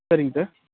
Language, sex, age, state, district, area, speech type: Tamil, male, 18-30, Tamil Nadu, Krishnagiri, rural, conversation